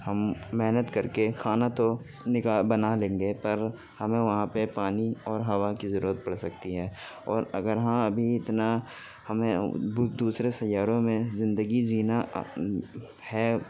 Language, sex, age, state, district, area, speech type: Urdu, male, 18-30, Uttar Pradesh, Gautam Buddha Nagar, rural, spontaneous